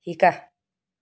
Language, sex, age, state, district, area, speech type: Assamese, female, 45-60, Assam, Tinsukia, urban, read